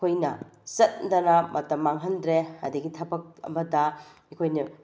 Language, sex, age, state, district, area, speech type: Manipuri, female, 45-60, Manipur, Bishnupur, urban, spontaneous